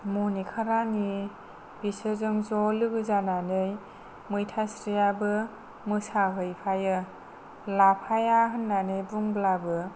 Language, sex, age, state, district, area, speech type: Bodo, female, 18-30, Assam, Kokrajhar, rural, spontaneous